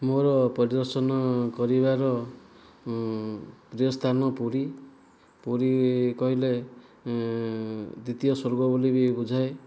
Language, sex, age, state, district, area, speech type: Odia, male, 45-60, Odisha, Kandhamal, rural, spontaneous